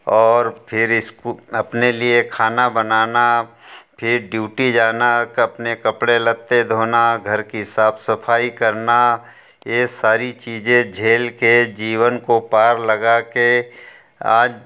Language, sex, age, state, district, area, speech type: Hindi, male, 60+, Madhya Pradesh, Betul, rural, spontaneous